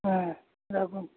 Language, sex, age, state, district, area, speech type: Bengali, male, 60+, West Bengal, Hooghly, rural, conversation